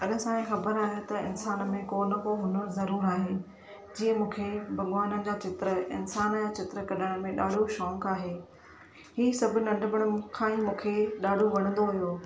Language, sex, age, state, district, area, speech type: Sindhi, female, 30-45, Maharashtra, Thane, urban, spontaneous